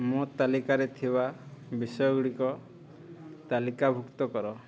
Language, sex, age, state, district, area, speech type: Odia, male, 30-45, Odisha, Boudh, rural, read